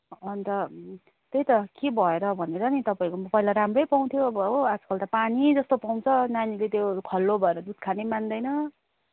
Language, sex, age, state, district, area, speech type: Nepali, female, 30-45, West Bengal, Kalimpong, rural, conversation